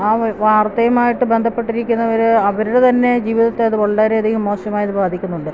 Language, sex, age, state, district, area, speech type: Malayalam, female, 45-60, Kerala, Kottayam, rural, spontaneous